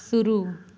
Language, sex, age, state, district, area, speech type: Hindi, female, 30-45, Uttar Pradesh, Azamgarh, rural, read